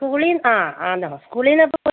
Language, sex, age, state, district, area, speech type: Malayalam, female, 45-60, Kerala, Idukki, rural, conversation